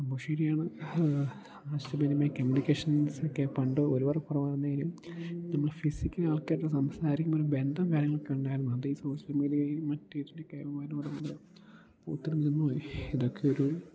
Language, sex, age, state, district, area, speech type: Malayalam, male, 18-30, Kerala, Idukki, rural, spontaneous